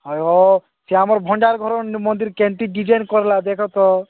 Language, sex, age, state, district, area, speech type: Odia, male, 45-60, Odisha, Nabarangpur, rural, conversation